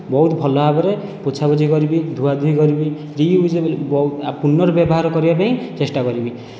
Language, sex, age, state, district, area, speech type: Odia, male, 18-30, Odisha, Khordha, rural, spontaneous